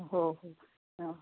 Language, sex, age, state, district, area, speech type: Marathi, female, 30-45, Maharashtra, Osmanabad, rural, conversation